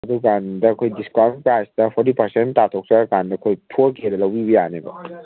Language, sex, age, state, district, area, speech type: Manipuri, male, 18-30, Manipur, Kangpokpi, urban, conversation